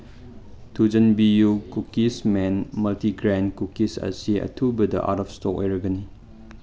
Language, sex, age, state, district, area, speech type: Manipuri, male, 18-30, Manipur, Chandel, rural, read